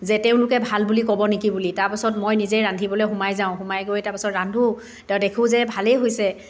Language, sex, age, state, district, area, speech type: Assamese, female, 45-60, Assam, Dibrugarh, rural, spontaneous